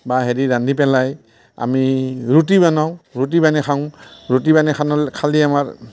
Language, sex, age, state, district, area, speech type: Assamese, male, 60+, Assam, Barpeta, rural, spontaneous